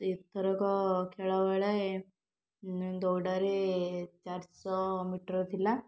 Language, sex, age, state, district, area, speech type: Odia, female, 18-30, Odisha, Puri, urban, spontaneous